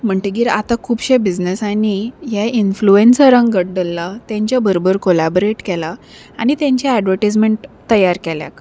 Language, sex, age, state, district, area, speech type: Goan Konkani, female, 30-45, Goa, Salcete, urban, spontaneous